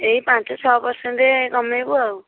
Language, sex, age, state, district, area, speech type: Odia, female, 18-30, Odisha, Bhadrak, rural, conversation